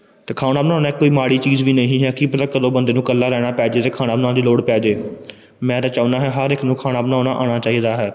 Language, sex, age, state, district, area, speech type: Punjabi, male, 18-30, Punjab, Gurdaspur, urban, spontaneous